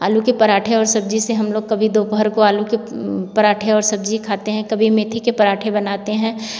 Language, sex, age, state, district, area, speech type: Hindi, female, 45-60, Uttar Pradesh, Varanasi, rural, spontaneous